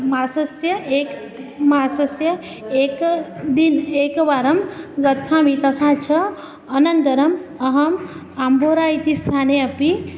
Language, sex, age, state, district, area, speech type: Sanskrit, female, 30-45, Maharashtra, Nagpur, urban, spontaneous